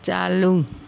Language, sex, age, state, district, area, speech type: Sindhi, female, 45-60, Maharashtra, Thane, urban, read